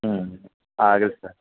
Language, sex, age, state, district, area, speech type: Kannada, male, 45-60, Karnataka, Bellary, rural, conversation